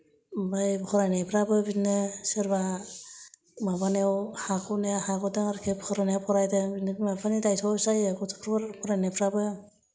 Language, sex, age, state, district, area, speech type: Bodo, female, 30-45, Assam, Kokrajhar, rural, spontaneous